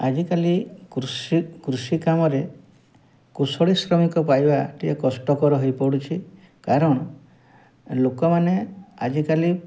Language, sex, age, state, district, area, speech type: Odia, male, 45-60, Odisha, Mayurbhanj, rural, spontaneous